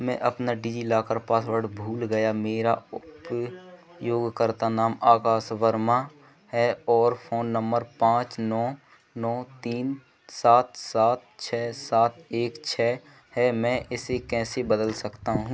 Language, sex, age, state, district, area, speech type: Hindi, male, 18-30, Madhya Pradesh, Seoni, urban, read